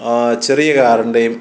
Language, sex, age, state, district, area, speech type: Malayalam, male, 60+, Kerala, Kottayam, rural, spontaneous